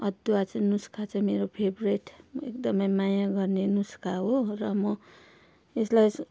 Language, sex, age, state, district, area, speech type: Nepali, female, 30-45, West Bengal, Darjeeling, rural, spontaneous